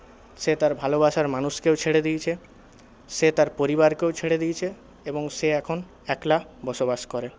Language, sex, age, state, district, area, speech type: Bengali, male, 18-30, West Bengal, Purulia, urban, spontaneous